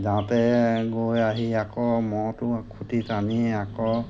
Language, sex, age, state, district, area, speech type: Assamese, male, 45-60, Assam, Golaghat, rural, spontaneous